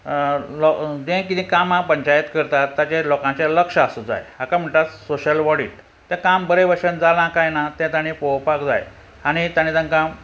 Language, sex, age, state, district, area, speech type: Goan Konkani, male, 60+, Goa, Ponda, rural, spontaneous